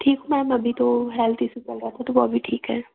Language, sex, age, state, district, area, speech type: Hindi, female, 18-30, Madhya Pradesh, Chhindwara, urban, conversation